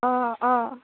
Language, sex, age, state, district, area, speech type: Assamese, female, 18-30, Assam, Kamrup Metropolitan, urban, conversation